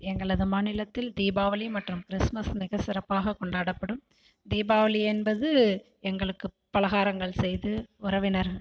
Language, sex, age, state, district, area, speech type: Tamil, female, 60+, Tamil Nadu, Cuddalore, rural, spontaneous